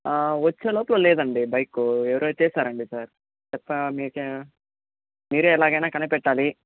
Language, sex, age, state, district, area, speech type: Telugu, male, 30-45, Andhra Pradesh, Chittoor, rural, conversation